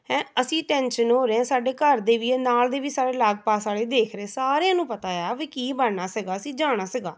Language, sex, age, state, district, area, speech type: Punjabi, female, 30-45, Punjab, Rupnagar, urban, spontaneous